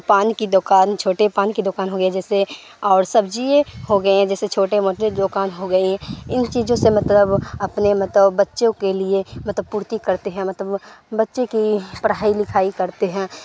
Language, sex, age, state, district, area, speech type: Urdu, female, 18-30, Bihar, Supaul, rural, spontaneous